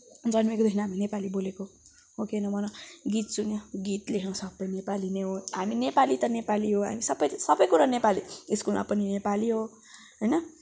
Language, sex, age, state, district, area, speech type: Nepali, male, 18-30, West Bengal, Kalimpong, rural, spontaneous